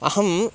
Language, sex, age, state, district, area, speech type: Sanskrit, male, 18-30, Karnataka, Bangalore Rural, urban, spontaneous